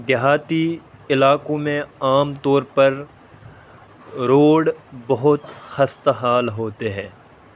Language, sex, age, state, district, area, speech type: Urdu, male, 18-30, Delhi, North East Delhi, rural, spontaneous